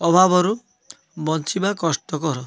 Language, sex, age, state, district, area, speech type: Odia, male, 60+, Odisha, Kalahandi, rural, spontaneous